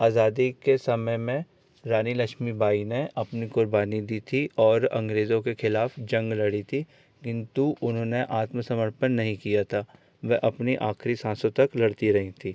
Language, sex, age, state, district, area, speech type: Hindi, male, 30-45, Madhya Pradesh, Jabalpur, urban, spontaneous